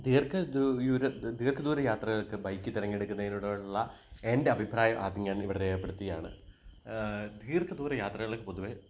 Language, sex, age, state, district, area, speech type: Malayalam, male, 18-30, Kerala, Kottayam, rural, spontaneous